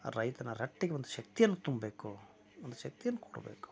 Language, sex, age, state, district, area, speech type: Kannada, male, 45-60, Karnataka, Koppal, rural, spontaneous